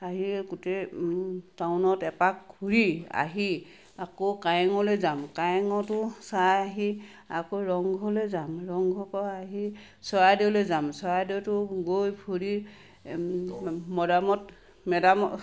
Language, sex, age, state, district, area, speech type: Assamese, female, 45-60, Assam, Sivasagar, rural, spontaneous